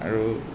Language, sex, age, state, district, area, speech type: Assamese, male, 30-45, Assam, Nalbari, rural, spontaneous